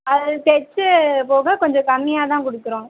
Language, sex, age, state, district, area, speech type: Tamil, female, 18-30, Tamil Nadu, Tiruchirappalli, rural, conversation